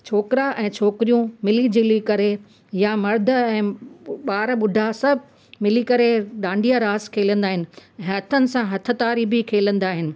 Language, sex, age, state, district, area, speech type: Sindhi, female, 45-60, Gujarat, Kutch, urban, spontaneous